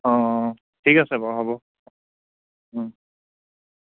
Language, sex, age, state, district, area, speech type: Assamese, male, 30-45, Assam, Sonitpur, rural, conversation